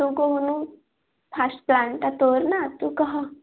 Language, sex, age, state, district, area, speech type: Odia, female, 18-30, Odisha, Kendujhar, urban, conversation